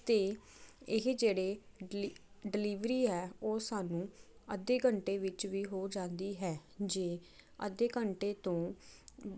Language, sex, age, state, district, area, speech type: Punjabi, female, 18-30, Punjab, Jalandhar, urban, spontaneous